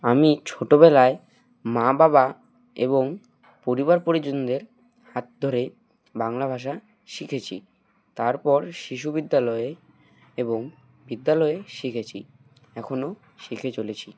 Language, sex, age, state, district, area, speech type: Bengali, male, 18-30, West Bengal, Alipurduar, rural, spontaneous